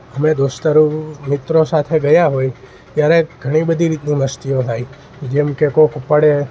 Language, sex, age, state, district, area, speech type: Gujarati, male, 18-30, Gujarat, Junagadh, rural, spontaneous